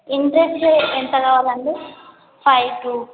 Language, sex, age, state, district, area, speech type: Telugu, female, 18-30, Telangana, Nagarkurnool, rural, conversation